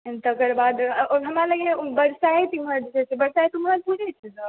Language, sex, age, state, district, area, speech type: Maithili, female, 18-30, Bihar, Supaul, urban, conversation